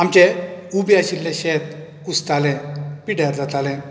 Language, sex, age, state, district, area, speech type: Goan Konkani, male, 45-60, Goa, Bardez, rural, spontaneous